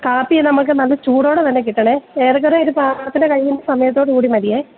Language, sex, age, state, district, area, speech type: Malayalam, female, 30-45, Kerala, Idukki, rural, conversation